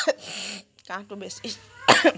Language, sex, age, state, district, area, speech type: Assamese, female, 45-60, Assam, Nagaon, rural, spontaneous